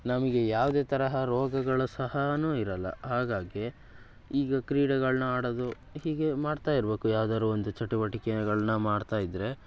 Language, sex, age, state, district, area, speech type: Kannada, male, 18-30, Karnataka, Shimoga, rural, spontaneous